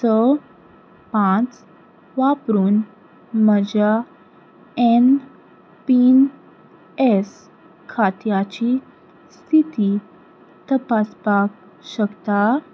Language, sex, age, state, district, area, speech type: Goan Konkani, female, 18-30, Goa, Salcete, rural, read